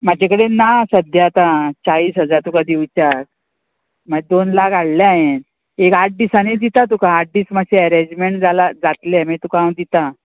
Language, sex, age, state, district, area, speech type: Goan Konkani, female, 45-60, Goa, Murmgao, rural, conversation